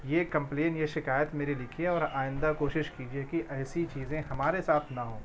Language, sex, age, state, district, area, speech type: Urdu, male, 45-60, Delhi, Central Delhi, urban, spontaneous